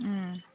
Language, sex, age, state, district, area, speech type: Manipuri, female, 18-30, Manipur, Senapati, urban, conversation